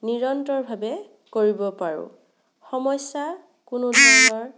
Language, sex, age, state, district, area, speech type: Assamese, female, 18-30, Assam, Morigaon, rural, spontaneous